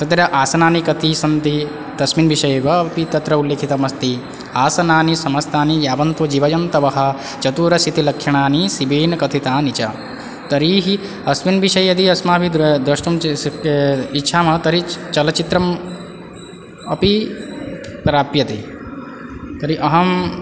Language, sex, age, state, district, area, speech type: Sanskrit, male, 18-30, Odisha, Balangir, rural, spontaneous